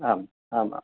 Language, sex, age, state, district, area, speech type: Sanskrit, male, 30-45, Maharashtra, Pune, urban, conversation